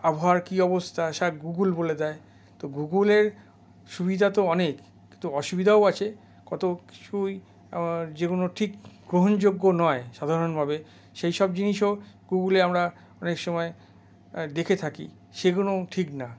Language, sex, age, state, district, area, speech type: Bengali, male, 60+, West Bengal, Paschim Bardhaman, urban, spontaneous